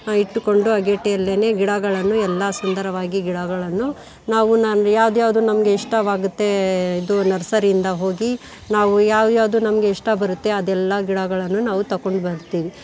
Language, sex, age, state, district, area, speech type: Kannada, female, 45-60, Karnataka, Bangalore Urban, rural, spontaneous